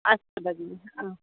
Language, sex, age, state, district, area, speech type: Sanskrit, female, 45-60, Karnataka, Udupi, urban, conversation